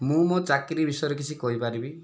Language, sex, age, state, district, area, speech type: Odia, male, 45-60, Odisha, Kandhamal, rural, spontaneous